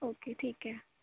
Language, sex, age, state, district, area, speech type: Urdu, female, 30-45, Uttar Pradesh, Aligarh, urban, conversation